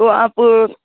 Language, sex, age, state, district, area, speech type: Urdu, male, 18-30, Bihar, Darbhanga, urban, conversation